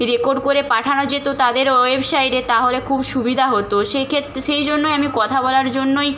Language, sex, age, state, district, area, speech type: Bengali, female, 18-30, West Bengal, Nadia, rural, spontaneous